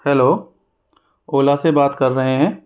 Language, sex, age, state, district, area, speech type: Hindi, male, 45-60, Rajasthan, Jaipur, urban, spontaneous